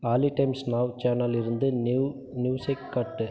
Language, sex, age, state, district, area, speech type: Tamil, male, 30-45, Tamil Nadu, Krishnagiri, rural, read